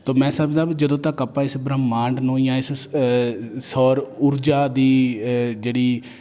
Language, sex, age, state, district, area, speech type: Punjabi, male, 30-45, Punjab, Jalandhar, urban, spontaneous